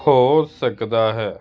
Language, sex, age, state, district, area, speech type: Punjabi, male, 30-45, Punjab, Hoshiarpur, urban, spontaneous